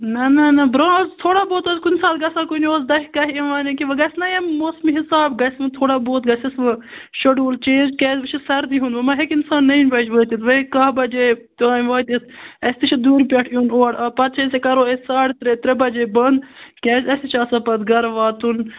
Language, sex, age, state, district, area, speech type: Kashmiri, female, 30-45, Jammu and Kashmir, Kupwara, rural, conversation